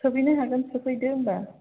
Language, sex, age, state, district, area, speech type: Bodo, female, 30-45, Assam, Chirang, urban, conversation